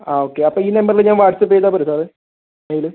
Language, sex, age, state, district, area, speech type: Malayalam, male, 18-30, Kerala, Kasaragod, rural, conversation